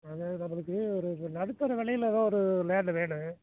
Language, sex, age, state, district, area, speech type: Tamil, male, 60+, Tamil Nadu, Namakkal, rural, conversation